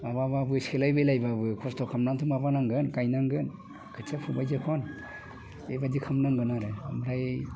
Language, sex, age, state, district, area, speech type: Bodo, male, 45-60, Assam, Udalguri, rural, spontaneous